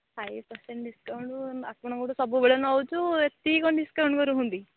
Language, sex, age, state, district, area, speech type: Odia, female, 18-30, Odisha, Nayagarh, rural, conversation